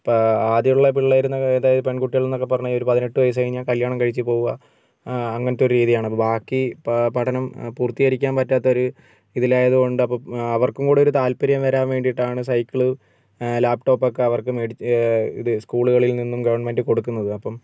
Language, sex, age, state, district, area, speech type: Malayalam, male, 60+, Kerala, Wayanad, rural, spontaneous